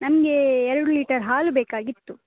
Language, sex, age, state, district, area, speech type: Kannada, female, 18-30, Karnataka, Dakshina Kannada, rural, conversation